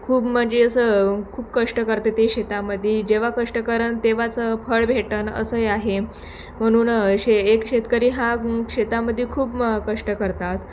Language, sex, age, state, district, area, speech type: Marathi, female, 18-30, Maharashtra, Thane, rural, spontaneous